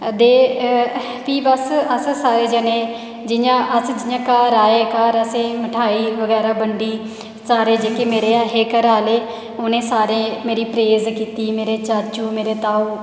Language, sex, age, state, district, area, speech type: Dogri, female, 18-30, Jammu and Kashmir, Reasi, rural, spontaneous